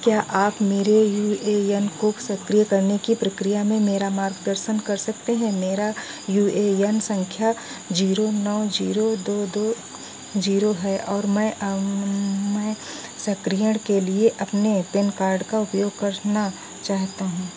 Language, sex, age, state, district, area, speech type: Hindi, female, 45-60, Uttar Pradesh, Sitapur, rural, read